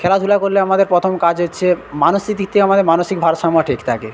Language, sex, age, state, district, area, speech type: Bengali, male, 18-30, West Bengal, Paschim Medinipur, rural, spontaneous